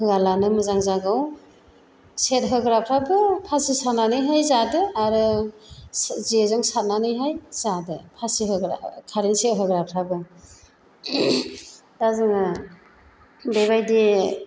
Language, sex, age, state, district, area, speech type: Bodo, female, 60+, Assam, Chirang, rural, spontaneous